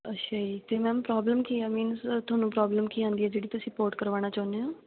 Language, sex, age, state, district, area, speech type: Punjabi, female, 18-30, Punjab, Fatehgarh Sahib, rural, conversation